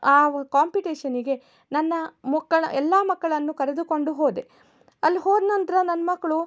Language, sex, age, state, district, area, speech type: Kannada, female, 30-45, Karnataka, Shimoga, rural, spontaneous